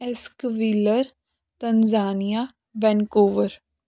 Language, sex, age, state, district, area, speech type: Punjabi, female, 18-30, Punjab, Jalandhar, urban, spontaneous